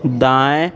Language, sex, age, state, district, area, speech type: Hindi, male, 18-30, Uttar Pradesh, Sonbhadra, rural, read